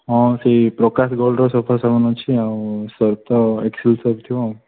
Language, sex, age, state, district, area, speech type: Odia, male, 18-30, Odisha, Kandhamal, rural, conversation